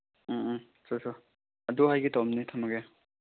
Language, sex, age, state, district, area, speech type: Manipuri, male, 18-30, Manipur, Chandel, rural, conversation